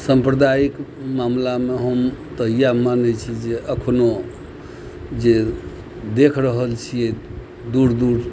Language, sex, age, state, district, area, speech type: Maithili, male, 60+, Bihar, Madhubani, rural, spontaneous